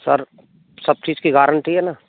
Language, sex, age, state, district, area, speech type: Hindi, male, 18-30, Rajasthan, Bharatpur, rural, conversation